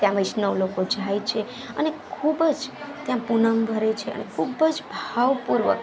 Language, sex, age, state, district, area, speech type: Gujarati, female, 30-45, Gujarat, Junagadh, urban, spontaneous